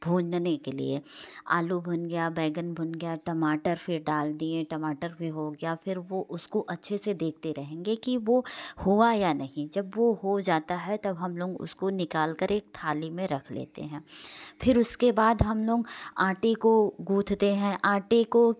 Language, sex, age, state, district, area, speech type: Hindi, female, 30-45, Uttar Pradesh, Prayagraj, urban, spontaneous